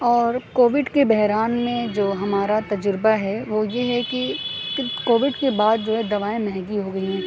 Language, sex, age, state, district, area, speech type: Urdu, female, 18-30, Uttar Pradesh, Aligarh, urban, spontaneous